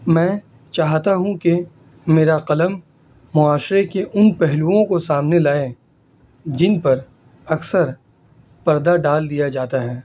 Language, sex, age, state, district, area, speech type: Urdu, male, 18-30, Delhi, North East Delhi, rural, spontaneous